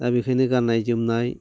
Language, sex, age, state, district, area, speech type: Bodo, male, 60+, Assam, Baksa, rural, spontaneous